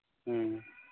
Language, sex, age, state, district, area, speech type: Manipuri, male, 18-30, Manipur, Churachandpur, rural, conversation